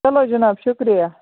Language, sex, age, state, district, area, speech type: Kashmiri, female, 18-30, Jammu and Kashmir, Baramulla, rural, conversation